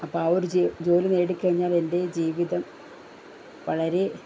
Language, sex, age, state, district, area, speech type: Malayalam, female, 30-45, Kerala, Kannur, rural, spontaneous